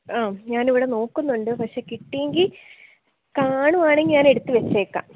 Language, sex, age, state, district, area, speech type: Malayalam, female, 18-30, Kerala, Idukki, rural, conversation